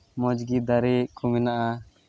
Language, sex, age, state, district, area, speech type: Santali, male, 18-30, West Bengal, Malda, rural, spontaneous